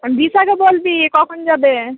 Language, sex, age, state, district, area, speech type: Bengali, female, 18-30, West Bengal, Murshidabad, rural, conversation